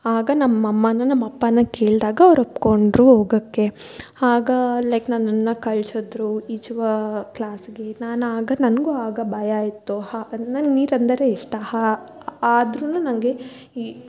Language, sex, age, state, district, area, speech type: Kannada, female, 30-45, Karnataka, Bangalore Urban, rural, spontaneous